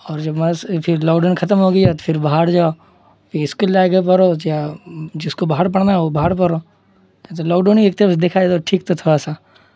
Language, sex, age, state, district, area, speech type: Urdu, male, 18-30, Bihar, Supaul, rural, spontaneous